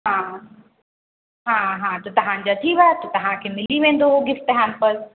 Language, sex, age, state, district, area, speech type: Sindhi, female, 18-30, Uttar Pradesh, Lucknow, urban, conversation